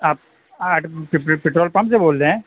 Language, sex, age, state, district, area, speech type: Urdu, male, 45-60, Bihar, Saharsa, rural, conversation